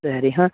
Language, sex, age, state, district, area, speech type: Kannada, male, 18-30, Karnataka, Uttara Kannada, rural, conversation